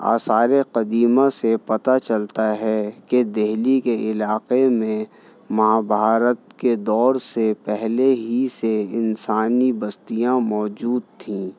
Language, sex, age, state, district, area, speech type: Urdu, male, 30-45, Delhi, New Delhi, urban, spontaneous